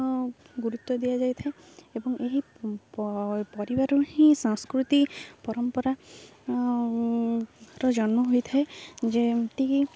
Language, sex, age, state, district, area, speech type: Odia, female, 18-30, Odisha, Jagatsinghpur, rural, spontaneous